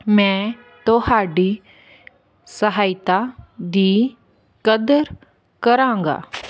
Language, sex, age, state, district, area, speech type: Punjabi, female, 18-30, Punjab, Hoshiarpur, rural, read